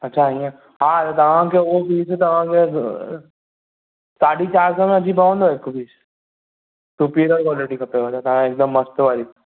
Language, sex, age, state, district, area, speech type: Sindhi, male, 18-30, Maharashtra, Thane, urban, conversation